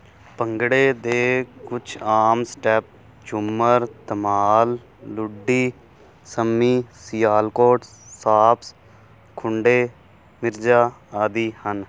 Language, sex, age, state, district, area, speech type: Punjabi, male, 18-30, Punjab, Fazilka, rural, spontaneous